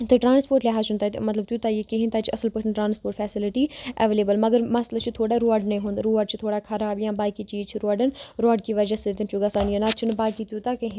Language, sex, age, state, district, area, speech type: Kashmiri, female, 18-30, Jammu and Kashmir, Baramulla, rural, spontaneous